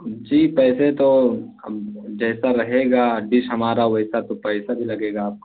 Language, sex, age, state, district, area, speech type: Urdu, male, 18-30, Uttar Pradesh, Balrampur, rural, conversation